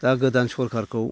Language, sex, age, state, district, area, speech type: Bodo, male, 60+, Assam, Baksa, rural, spontaneous